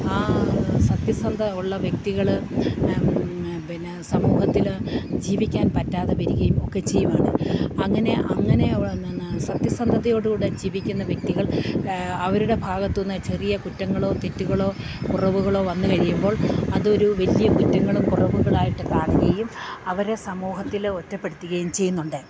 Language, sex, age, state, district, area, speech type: Malayalam, female, 45-60, Kerala, Idukki, rural, spontaneous